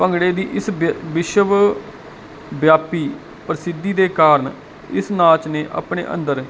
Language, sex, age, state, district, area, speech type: Punjabi, male, 45-60, Punjab, Barnala, rural, spontaneous